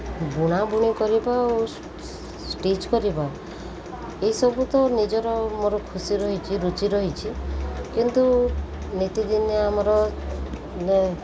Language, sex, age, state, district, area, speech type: Odia, female, 30-45, Odisha, Sundergarh, urban, spontaneous